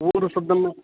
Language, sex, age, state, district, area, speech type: Tamil, male, 45-60, Tamil Nadu, Krishnagiri, rural, conversation